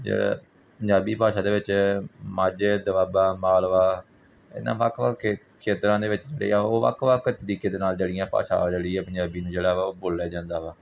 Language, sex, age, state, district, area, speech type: Punjabi, male, 18-30, Punjab, Gurdaspur, urban, spontaneous